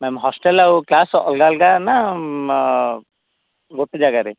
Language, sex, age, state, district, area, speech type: Odia, male, 18-30, Odisha, Ganjam, urban, conversation